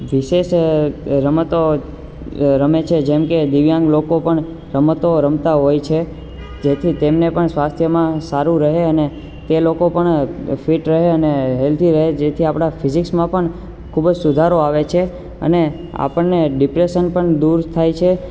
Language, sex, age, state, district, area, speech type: Gujarati, male, 18-30, Gujarat, Ahmedabad, urban, spontaneous